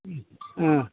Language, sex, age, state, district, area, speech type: Bodo, male, 60+, Assam, Chirang, rural, conversation